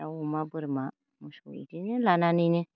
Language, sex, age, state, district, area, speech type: Bodo, female, 45-60, Assam, Baksa, rural, spontaneous